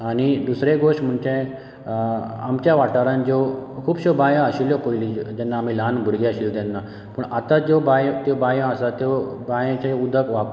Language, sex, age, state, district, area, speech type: Goan Konkani, male, 30-45, Goa, Bardez, rural, spontaneous